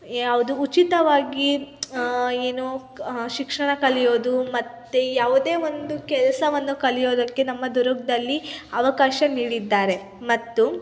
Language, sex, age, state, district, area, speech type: Kannada, female, 18-30, Karnataka, Chitradurga, urban, spontaneous